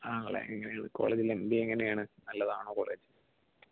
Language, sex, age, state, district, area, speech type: Malayalam, male, 18-30, Kerala, Palakkad, urban, conversation